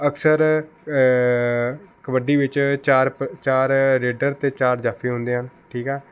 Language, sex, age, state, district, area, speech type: Punjabi, male, 18-30, Punjab, Rupnagar, urban, spontaneous